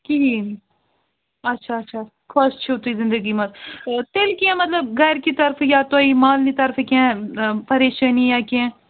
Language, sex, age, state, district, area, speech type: Kashmiri, female, 30-45, Jammu and Kashmir, Srinagar, urban, conversation